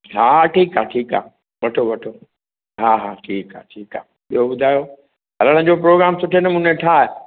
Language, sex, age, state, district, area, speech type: Sindhi, male, 60+, Maharashtra, Mumbai Suburban, urban, conversation